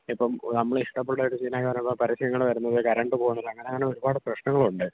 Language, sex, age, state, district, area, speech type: Malayalam, male, 18-30, Kerala, Kollam, rural, conversation